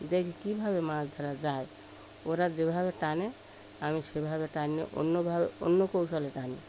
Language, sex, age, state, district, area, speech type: Bengali, female, 60+, West Bengal, Birbhum, urban, spontaneous